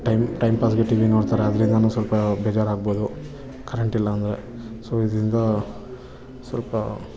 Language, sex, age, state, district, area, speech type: Kannada, male, 30-45, Karnataka, Bangalore Urban, urban, spontaneous